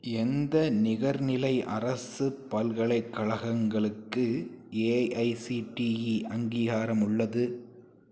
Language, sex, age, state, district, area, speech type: Tamil, male, 60+, Tamil Nadu, Pudukkottai, rural, read